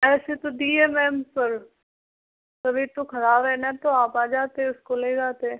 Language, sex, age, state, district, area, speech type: Hindi, female, 18-30, Rajasthan, Karauli, rural, conversation